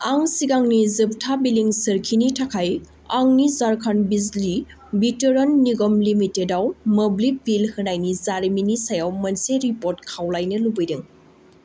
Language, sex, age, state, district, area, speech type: Bodo, female, 18-30, Assam, Baksa, rural, read